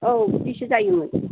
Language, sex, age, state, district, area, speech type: Bodo, female, 60+, Assam, Kokrajhar, rural, conversation